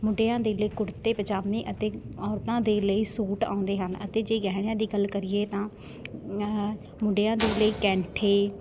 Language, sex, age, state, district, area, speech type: Punjabi, female, 18-30, Punjab, Shaheed Bhagat Singh Nagar, urban, spontaneous